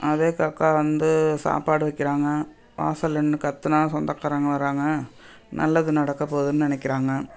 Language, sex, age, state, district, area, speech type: Tamil, female, 60+, Tamil Nadu, Thanjavur, urban, spontaneous